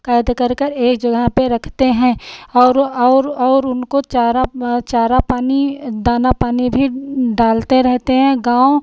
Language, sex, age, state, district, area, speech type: Hindi, female, 45-60, Uttar Pradesh, Lucknow, rural, spontaneous